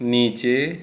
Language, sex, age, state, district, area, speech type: Hindi, male, 45-60, Uttar Pradesh, Mau, urban, read